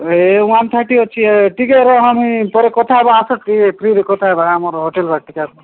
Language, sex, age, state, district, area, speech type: Odia, male, 45-60, Odisha, Nabarangpur, rural, conversation